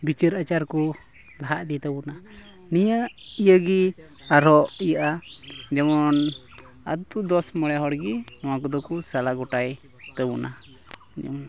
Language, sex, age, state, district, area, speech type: Santali, male, 18-30, West Bengal, Malda, rural, spontaneous